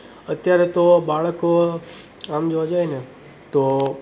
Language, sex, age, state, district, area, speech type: Gujarati, male, 18-30, Gujarat, Surat, rural, spontaneous